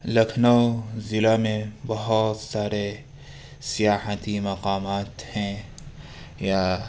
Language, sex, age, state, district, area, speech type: Urdu, male, 60+, Uttar Pradesh, Lucknow, rural, spontaneous